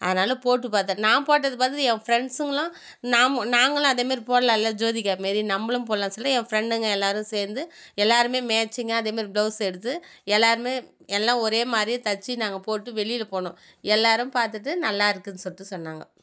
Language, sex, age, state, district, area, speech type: Tamil, female, 30-45, Tamil Nadu, Viluppuram, rural, spontaneous